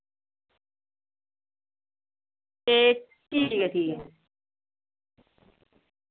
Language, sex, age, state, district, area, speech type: Dogri, female, 30-45, Jammu and Kashmir, Udhampur, rural, conversation